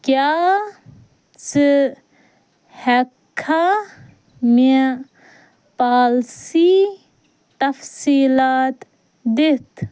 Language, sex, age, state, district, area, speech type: Kashmiri, female, 30-45, Jammu and Kashmir, Ganderbal, rural, read